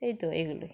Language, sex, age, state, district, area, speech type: Bengali, female, 45-60, West Bengal, Alipurduar, rural, spontaneous